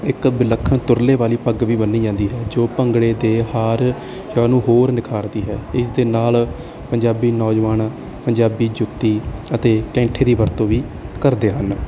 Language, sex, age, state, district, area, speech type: Punjabi, male, 18-30, Punjab, Barnala, rural, spontaneous